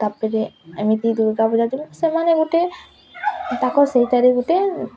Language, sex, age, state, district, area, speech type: Odia, female, 18-30, Odisha, Bargarh, rural, spontaneous